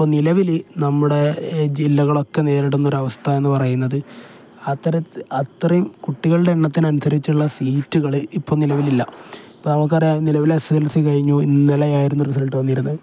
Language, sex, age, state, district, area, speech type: Malayalam, male, 18-30, Kerala, Kozhikode, rural, spontaneous